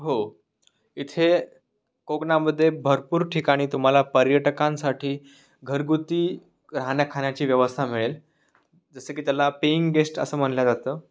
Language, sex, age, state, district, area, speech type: Marathi, male, 18-30, Maharashtra, Raigad, rural, spontaneous